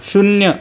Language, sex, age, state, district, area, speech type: Marathi, male, 30-45, Maharashtra, Buldhana, urban, read